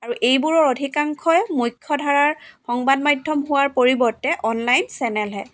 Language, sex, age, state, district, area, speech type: Assamese, female, 45-60, Assam, Dibrugarh, rural, spontaneous